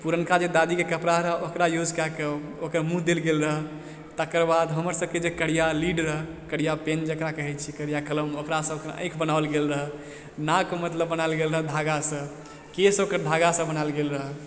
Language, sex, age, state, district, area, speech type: Maithili, male, 30-45, Bihar, Supaul, urban, spontaneous